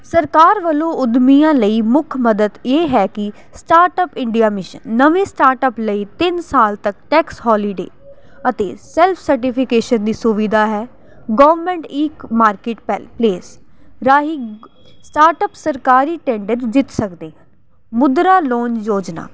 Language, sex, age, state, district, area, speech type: Punjabi, female, 18-30, Punjab, Jalandhar, urban, spontaneous